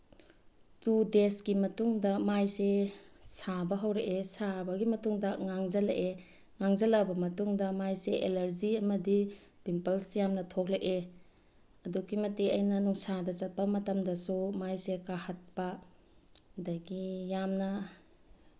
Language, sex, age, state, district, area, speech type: Manipuri, female, 30-45, Manipur, Bishnupur, rural, spontaneous